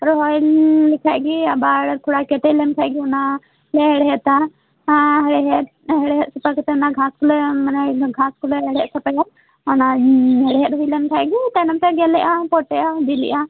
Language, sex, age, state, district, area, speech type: Santali, female, 18-30, West Bengal, Birbhum, rural, conversation